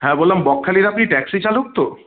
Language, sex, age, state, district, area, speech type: Bengali, male, 30-45, West Bengal, Jalpaiguri, rural, conversation